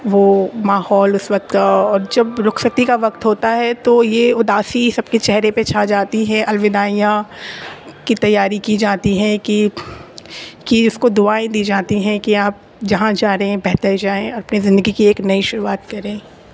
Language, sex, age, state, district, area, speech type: Urdu, female, 18-30, Delhi, North East Delhi, urban, spontaneous